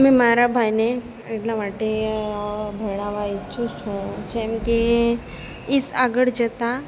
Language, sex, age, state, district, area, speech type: Gujarati, female, 30-45, Gujarat, Narmada, rural, spontaneous